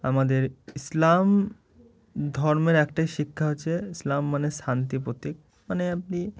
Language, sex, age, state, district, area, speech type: Bengali, male, 18-30, West Bengal, Murshidabad, urban, spontaneous